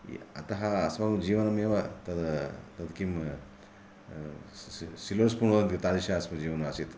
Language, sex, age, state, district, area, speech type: Sanskrit, male, 60+, Karnataka, Vijayapura, urban, spontaneous